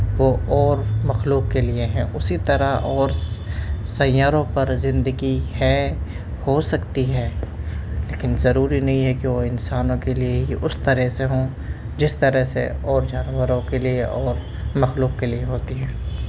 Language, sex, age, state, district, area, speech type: Urdu, male, 18-30, Delhi, Central Delhi, urban, spontaneous